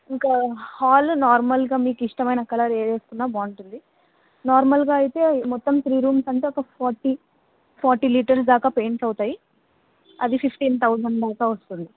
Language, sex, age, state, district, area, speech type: Telugu, female, 18-30, Andhra Pradesh, Nandyal, urban, conversation